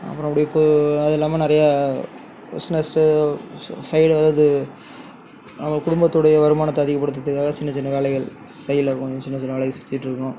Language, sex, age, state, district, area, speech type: Tamil, male, 30-45, Tamil Nadu, Tiruvarur, rural, spontaneous